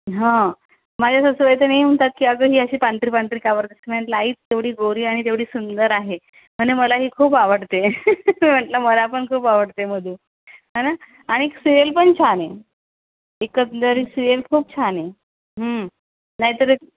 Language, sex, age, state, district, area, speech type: Marathi, female, 30-45, Maharashtra, Buldhana, urban, conversation